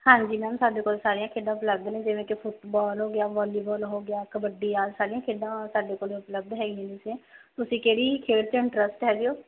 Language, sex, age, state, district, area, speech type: Punjabi, female, 30-45, Punjab, Bathinda, rural, conversation